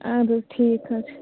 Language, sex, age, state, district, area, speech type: Kashmiri, female, 18-30, Jammu and Kashmir, Baramulla, rural, conversation